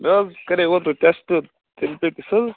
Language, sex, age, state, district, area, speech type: Kashmiri, male, 30-45, Jammu and Kashmir, Srinagar, urban, conversation